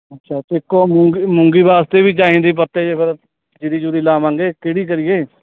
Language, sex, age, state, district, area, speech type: Punjabi, male, 30-45, Punjab, Mansa, urban, conversation